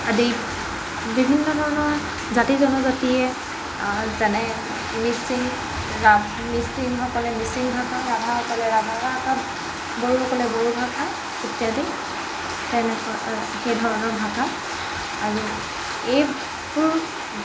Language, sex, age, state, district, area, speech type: Assamese, female, 18-30, Assam, Jorhat, urban, spontaneous